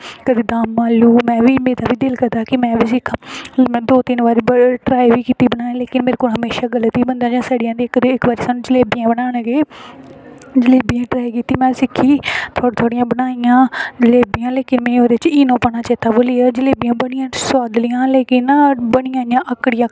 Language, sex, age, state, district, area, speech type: Dogri, female, 18-30, Jammu and Kashmir, Samba, rural, spontaneous